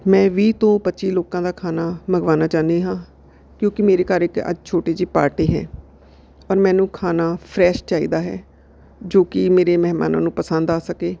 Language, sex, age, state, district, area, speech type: Punjabi, female, 45-60, Punjab, Bathinda, urban, spontaneous